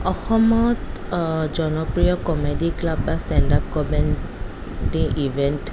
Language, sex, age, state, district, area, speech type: Assamese, female, 30-45, Assam, Kamrup Metropolitan, urban, spontaneous